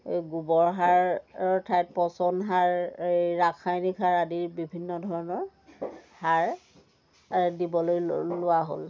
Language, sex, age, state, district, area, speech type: Assamese, female, 60+, Assam, Dhemaji, rural, spontaneous